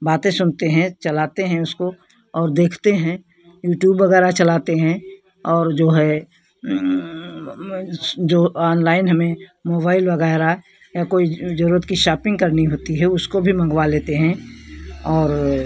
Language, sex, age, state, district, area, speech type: Hindi, female, 60+, Uttar Pradesh, Hardoi, rural, spontaneous